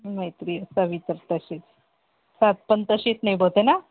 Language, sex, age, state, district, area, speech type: Marathi, female, 30-45, Maharashtra, Nagpur, urban, conversation